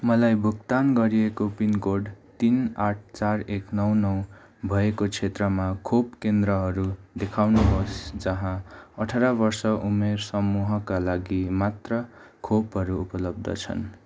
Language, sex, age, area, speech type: Nepali, male, 18-30, rural, read